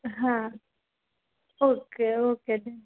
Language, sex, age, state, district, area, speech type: Gujarati, female, 30-45, Gujarat, Rajkot, urban, conversation